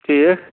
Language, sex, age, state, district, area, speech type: Kashmiri, male, 18-30, Jammu and Kashmir, Anantnag, rural, conversation